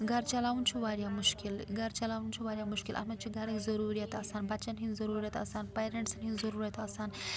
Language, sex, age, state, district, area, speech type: Kashmiri, female, 18-30, Jammu and Kashmir, Srinagar, rural, spontaneous